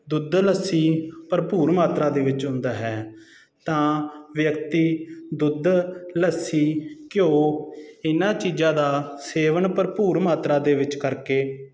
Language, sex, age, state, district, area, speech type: Punjabi, male, 30-45, Punjab, Sangrur, rural, spontaneous